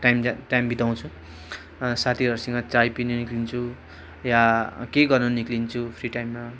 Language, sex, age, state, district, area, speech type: Nepali, male, 18-30, West Bengal, Darjeeling, rural, spontaneous